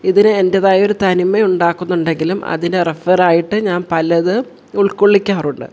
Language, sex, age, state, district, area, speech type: Malayalam, female, 45-60, Kerala, Kollam, rural, spontaneous